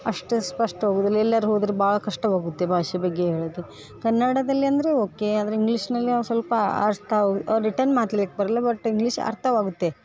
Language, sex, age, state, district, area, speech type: Kannada, female, 18-30, Karnataka, Dharwad, urban, spontaneous